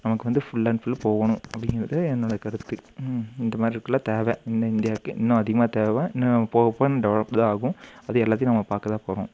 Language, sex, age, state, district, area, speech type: Tamil, male, 18-30, Tamil Nadu, Coimbatore, urban, spontaneous